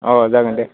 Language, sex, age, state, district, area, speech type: Bodo, male, 18-30, Assam, Baksa, rural, conversation